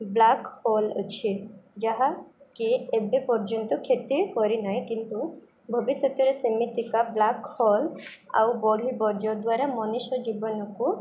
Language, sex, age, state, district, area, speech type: Odia, female, 18-30, Odisha, Koraput, urban, spontaneous